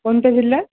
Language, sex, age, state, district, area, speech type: Marathi, male, 18-30, Maharashtra, Jalna, urban, conversation